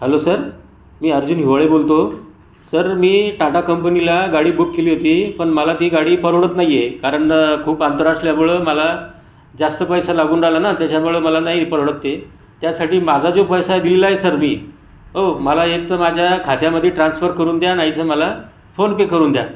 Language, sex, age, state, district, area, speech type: Marathi, male, 45-60, Maharashtra, Buldhana, rural, spontaneous